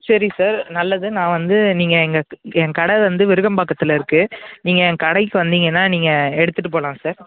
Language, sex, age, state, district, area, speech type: Tamil, male, 18-30, Tamil Nadu, Chennai, urban, conversation